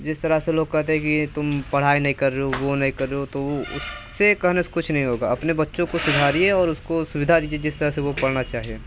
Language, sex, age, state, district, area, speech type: Hindi, male, 18-30, Uttar Pradesh, Mirzapur, rural, spontaneous